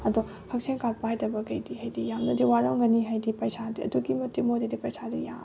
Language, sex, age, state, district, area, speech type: Manipuri, female, 18-30, Manipur, Bishnupur, rural, spontaneous